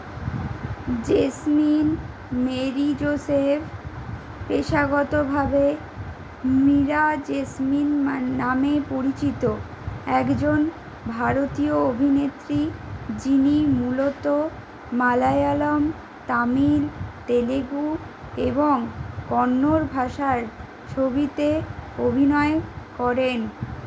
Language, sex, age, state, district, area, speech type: Bengali, female, 60+, West Bengal, Purulia, urban, read